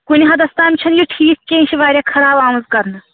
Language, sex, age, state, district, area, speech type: Kashmiri, female, 18-30, Jammu and Kashmir, Anantnag, rural, conversation